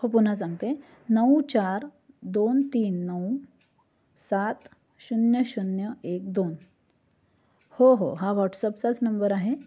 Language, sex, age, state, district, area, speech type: Marathi, female, 30-45, Maharashtra, Nashik, urban, spontaneous